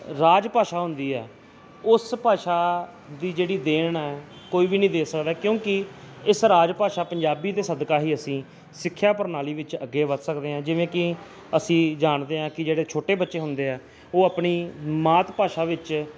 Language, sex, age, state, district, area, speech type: Punjabi, male, 30-45, Punjab, Gurdaspur, urban, spontaneous